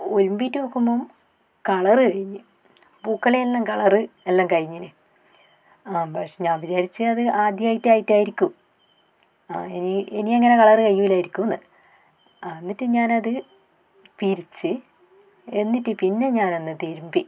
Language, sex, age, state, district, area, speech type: Malayalam, female, 30-45, Kerala, Kannur, rural, spontaneous